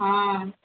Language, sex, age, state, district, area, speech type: Odia, female, 30-45, Odisha, Sundergarh, urban, conversation